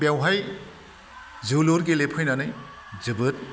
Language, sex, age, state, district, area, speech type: Bodo, male, 45-60, Assam, Kokrajhar, rural, spontaneous